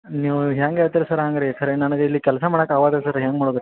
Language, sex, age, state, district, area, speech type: Kannada, male, 45-60, Karnataka, Belgaum, rural, conversation